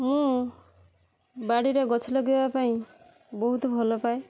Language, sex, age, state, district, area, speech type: Odia, female, 18-30, Odisha, Balasore, rural, spontaneous